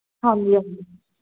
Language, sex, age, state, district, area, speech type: Dogri, female, 18-30, Jammu and Kashmir, Udhampur, rural, conversation